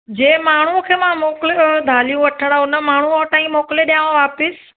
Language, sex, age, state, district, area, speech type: Sindhi, female, 30-45, Gujarat, Surat, urban, conversation